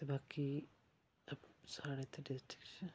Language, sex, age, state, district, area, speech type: Dogri, male, 30-45, Jammu and Kashmir, Udhampur, rural, spontaneous